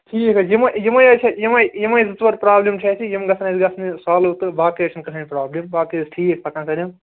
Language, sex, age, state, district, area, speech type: Kashmiri, male, 18-30, Jammu and Kashmir, Srinagar, urban, conversation